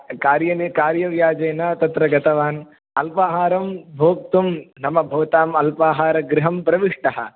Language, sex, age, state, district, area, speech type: Sanskrit, male, 18-30, Andhra Pradesh, Palnadu, rural, conversation